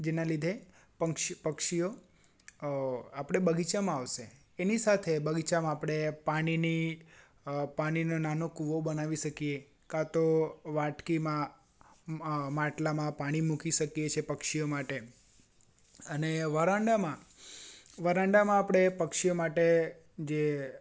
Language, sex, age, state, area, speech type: Gujarati, male, 18-30, Gujarat, urban, spontaneous